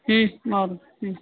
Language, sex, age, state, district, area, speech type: Marathi, female, 30-45, Maharashtra, Yavatmal, rural, conversation